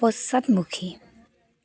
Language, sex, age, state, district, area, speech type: Assamese, female, 30-45, Assam, Dibrugarh, rural, read